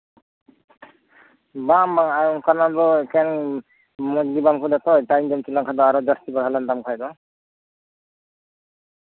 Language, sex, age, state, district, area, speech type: Santali, male, 18-30, West Bengal, Birbhum, rural, conversation